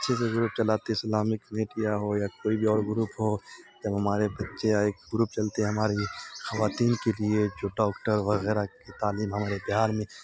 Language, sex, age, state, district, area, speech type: Urdu, male, 30-45, Bihar, Supaul, rural, spontaneous